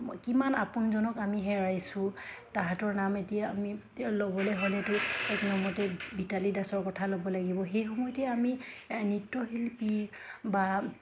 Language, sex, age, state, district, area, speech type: Assamese, female, 30-45, Assam, Dhemaji, rural, spontaneous